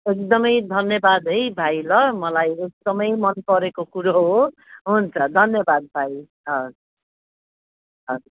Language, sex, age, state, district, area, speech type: Nepali, female, 60+, West Bengal, Jalpaiguri, urban, conversation